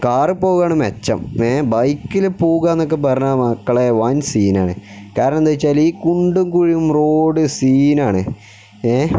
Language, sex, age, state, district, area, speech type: Malayalam, male, 18-30, Kerala, Kozhikode, rural, spontaneous